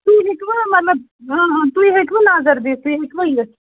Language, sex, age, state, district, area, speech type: Kashmiri, female, 30-45, Jammu and Kashmir, Srinagar, urban, conversation